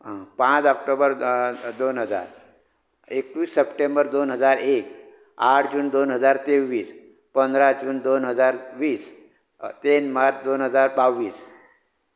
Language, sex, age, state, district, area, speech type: Goan Konkani, male, 45-60, Goa, Bardez, rural, spontaneous